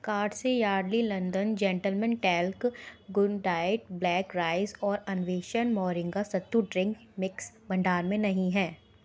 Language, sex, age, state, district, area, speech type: Hindi, female, 18-30, Madhya Pradesh, Gwalior, urban, read